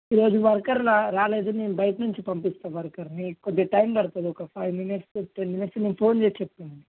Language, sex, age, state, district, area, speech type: Telugu, male, 18-30, Telangana, Ranga Reddy, urban, conversation